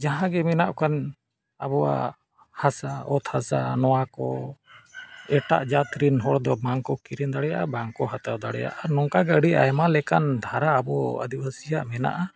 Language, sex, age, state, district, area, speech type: Santali, male, 45-60, Jharkhand, Bokaro, rural, spontaneous